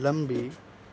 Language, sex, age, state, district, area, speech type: Urdu, male, 18-30, Bihar, Madhubani, rural, spontaneous